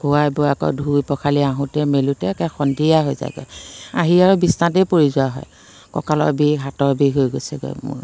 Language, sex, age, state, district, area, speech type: Assamese, female, 45-60, Assam, Biswanath, rural, spontaneous